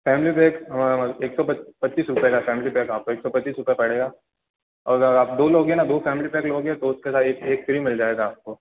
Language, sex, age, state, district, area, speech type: Hindi, male, 18-30, Rajasthan, Jodhpur, urban, conversation